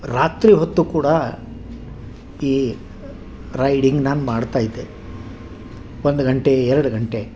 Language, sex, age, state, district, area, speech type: Kannada, male, 60+, Karnataka, Dharwad, rural, spontaneous